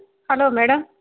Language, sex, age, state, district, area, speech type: Telugu, female, 45-60, Telangana, Peddapalli, urban, conversation